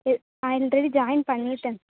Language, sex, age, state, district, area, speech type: Tamil, female, 18-30, Tamil Nadu, Vellore, urban, conversation